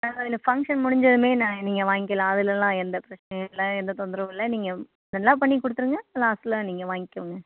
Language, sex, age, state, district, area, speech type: Tamil, female, 45-60, Tamil Nadu, Ariyalur, rural, conversation